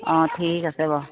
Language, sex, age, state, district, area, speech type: Assamese, female, 60+, Assam, Dibrugarh, urban, conversation